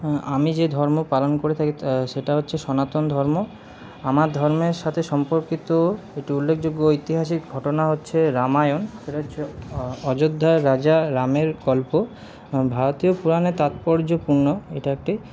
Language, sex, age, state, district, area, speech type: Bengali, male, 30-45, West Bengal, Paschim Bardhaman, urban, spontaneous